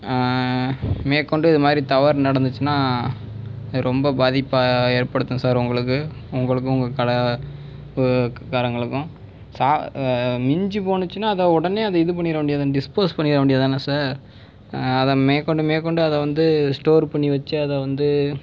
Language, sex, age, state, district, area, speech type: Tamil, male, 30-45, Tamil Nadu, Pudukkottai, rural, spontaneous